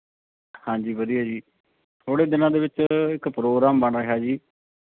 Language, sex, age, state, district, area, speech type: Punjabi, male, 45-60, Punjab, Mohali, urban, conversation